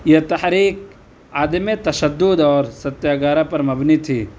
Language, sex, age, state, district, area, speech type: Urdu, male, 18-30, Uttar Pradesh, Saharanpur, urban, spontaneous